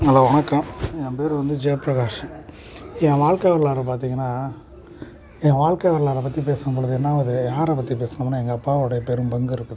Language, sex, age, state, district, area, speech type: Tamil, male, 30-45, Tamil Nadu, Perambalur, urban, spontaneous